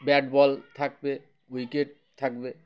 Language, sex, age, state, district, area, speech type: Bengali, male, 30-45, West Bengal, Uttar Dinajpur, urban, spontaneous